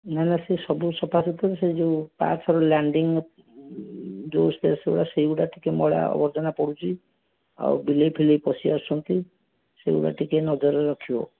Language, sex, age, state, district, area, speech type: Odia, male, 60+, Odisha, Jajpur, rural, conversation